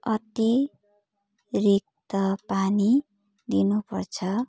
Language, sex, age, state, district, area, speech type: Nepali, female, 18-30, West Bengal, Darjeeling, rural, spontaneous